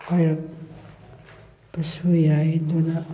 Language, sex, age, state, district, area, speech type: Manipuri, male, 18-30, Manipur, Chandel, rural, spontaneous